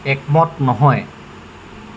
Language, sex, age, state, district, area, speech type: Assamese, male, 18-30, Assam, Jorhat, urban, read